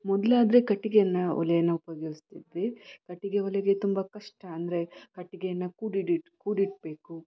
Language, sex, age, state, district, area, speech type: Kannada, female, 30-45, Karnataka, Shimoga, rural, spontaneous